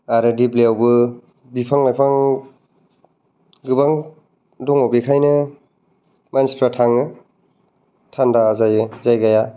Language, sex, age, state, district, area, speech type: Bodo, male, 18-30, Assam, Kokrajhar, urban, spontaneous